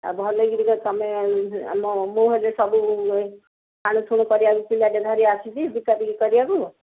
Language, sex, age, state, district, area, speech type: Odia, female, 60+, Odisha, Jharsuguda, rural, conversation